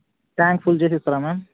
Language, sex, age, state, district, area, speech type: Telugu, male, 18-30, Telangana, Suryapet, urban, conversation